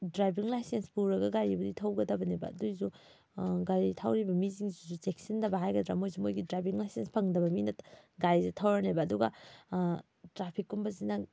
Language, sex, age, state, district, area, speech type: Manipuri, female, 30-45, Manipur, Thoubal, rural, spontaneous